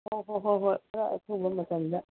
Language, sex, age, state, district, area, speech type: Manipuri, female, 60+, Manipur, Ukhrul, rural, conversation